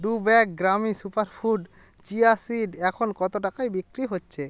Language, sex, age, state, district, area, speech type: Bengali, male, 30-45, West Bengal, Jalpaiguri, rural, read